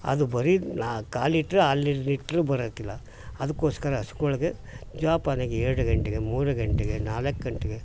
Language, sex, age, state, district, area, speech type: Kannada, male, 60+, Karnataka, Mysore, urban, spontaneous